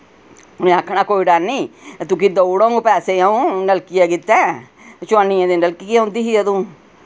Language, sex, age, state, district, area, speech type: Dogri, female, 60+, Jammu and Kashmir, Reasi, urban, spontaneous